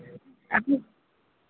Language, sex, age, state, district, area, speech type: Hindi, female, 60+, Uttar Pradesh, Sitapur, rural, conversation